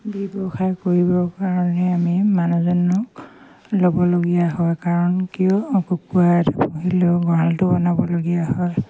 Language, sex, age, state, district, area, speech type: Assamese, female, 45-60, Assam, Dibrugarh, rural, spontaneous